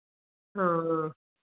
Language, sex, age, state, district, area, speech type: Punjabi, female, 45-60, Punjab, Patiala, rural, conversation